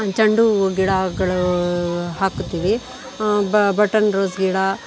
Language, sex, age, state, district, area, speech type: Kannada, female, 45-60, Karnataka, Bangalore Urban, rural, spontaneous